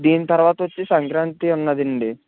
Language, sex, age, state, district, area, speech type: Telugu, male, 18-30, Andhra Pradesh, Konaseema, rural, conversation